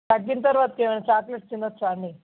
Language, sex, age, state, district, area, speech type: Telugu, male, 18-30, Telangana, Ranga Reddy, urban, conversation